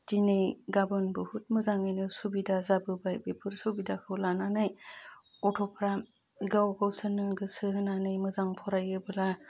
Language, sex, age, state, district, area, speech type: Bodo, female, 30-45, Assam, Udalguri, urban, spontaneous